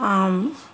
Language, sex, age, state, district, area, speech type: Maithili, female, 60+, Bihar, Sitamarhi, rural, spontaneous